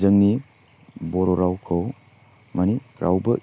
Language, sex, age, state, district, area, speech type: Bodo, male, 30-45, Assam, Chirang, rural, spontaneous